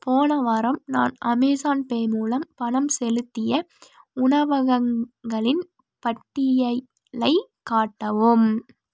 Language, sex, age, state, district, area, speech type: Tamil, female, 18-30, Tamil Nadu, Tiruppur, rural, read